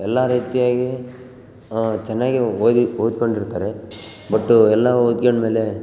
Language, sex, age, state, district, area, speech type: Kannada, male, 18-30, Karnataka, Bellary, rural, spontaneous